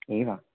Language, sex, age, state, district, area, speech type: Sanskrit, male, 18-30, Kerala, Kannur, rural, conversation